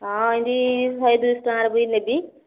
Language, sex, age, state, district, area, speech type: Odia, female, 45-60, Odisha, Gajapati, rural, conversation